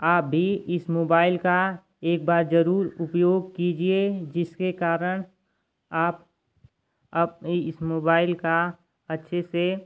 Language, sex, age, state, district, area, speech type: Hindi, male, 18-30, Uttar Pradesh, Ghazipur, rural, spontaneous